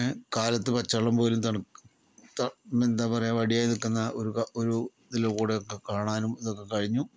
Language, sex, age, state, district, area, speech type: Malayalam, male, 60+, Kerala, Palakkad, rural, spontaneous